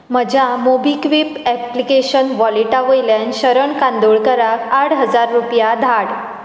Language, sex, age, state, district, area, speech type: Goan Konkani, female, 18-30, Goa, Bardez, rural, read